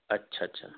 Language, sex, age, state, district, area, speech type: Urdu, male, 30-45, Telangana, Hyderabad, urban, conversation